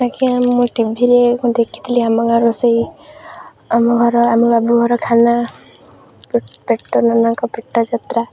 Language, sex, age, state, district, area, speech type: Odia, female, 18-30, Odisha, Jagatsinghpur, rural, spontaneous